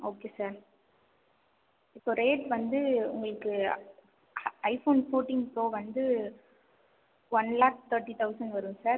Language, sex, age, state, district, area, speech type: Tamil, female, 18-30, Tamil Nadu, Viluppuram, urban, conversation